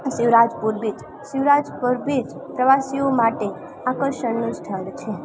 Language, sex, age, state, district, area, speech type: Gujarati, female, 18-30, Gujarat, Junagadh, rural, spontaneous